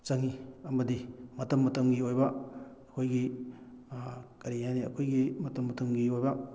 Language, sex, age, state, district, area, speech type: Manipuri, male, 30-45, Manipur, Kakching, rural, spontaneous